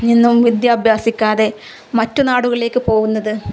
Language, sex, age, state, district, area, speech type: Malayalam, female, 30-45, Kerala, Kozhikode, rural, spontaneous